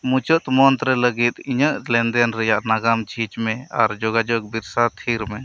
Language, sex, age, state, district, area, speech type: Santali, male, 30-45, West Bengal, Birbhum, rural, read